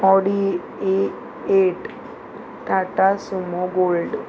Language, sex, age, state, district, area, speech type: Goan Konkani, female, 30-45, Goa, Murmgao, urban, spontaneous